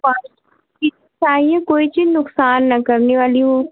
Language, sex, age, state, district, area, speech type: Hindi, female, 45-60, Uttar Pradesh, Hardoi, rural, conversation